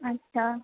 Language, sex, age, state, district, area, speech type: Dogri, female, 18-30, Jammu and Kashmir, Kathua, rural, conversation